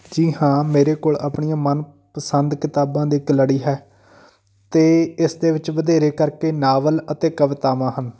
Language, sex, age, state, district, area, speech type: Punjabi, male, 30-45, Punjab, Patiala, rural, spontaneous